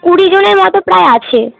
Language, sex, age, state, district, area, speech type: Bengali, female, 18-30, West Bengal, Darjeeling, urban, conversation